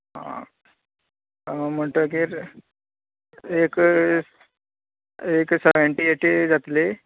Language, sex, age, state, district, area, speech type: Goan Konkani, male, 18-30, Goa, Canacona, rural, conversation